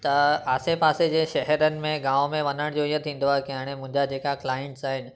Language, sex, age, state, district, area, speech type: Sindhi, male, 18-30, Gujarat, Surat, urban, spontaneous